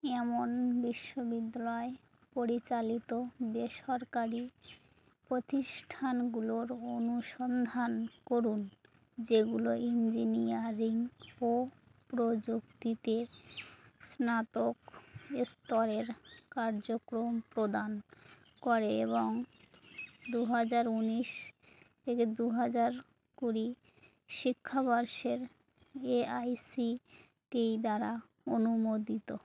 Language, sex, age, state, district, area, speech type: Bengali, female, 18-30, West Bengal, Birbhum, urban, read